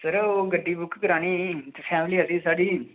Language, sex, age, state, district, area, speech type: Dogri, male, 18-30, Jammu and Kashmir, Reasi, rural, conversation